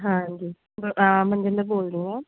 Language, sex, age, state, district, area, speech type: Punjabi, female, 30-45, Punjab, Jalandhar, rural, conversation